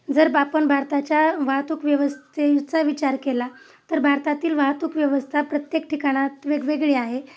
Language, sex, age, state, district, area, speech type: Marathi, female, 30-45, Maharashtra, Osmanabad, rural, spontaneous